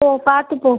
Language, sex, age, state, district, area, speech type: Tamil, female, 18-30, Tamil Nadu, Ariyalur, rural, conversation